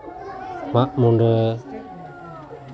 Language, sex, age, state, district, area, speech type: Santali, male, 45-60, West Bengal, Paschim Bardhaman, urban, spontaneous